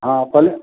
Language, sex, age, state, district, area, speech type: Hindi, male, 45-60, Bihar, Begusarai, rural, conversation